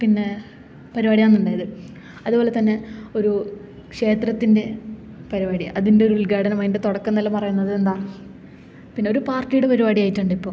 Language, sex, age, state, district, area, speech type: Malayalam, female, 18-30, Kerala, Kasaragod, rural, spontaneous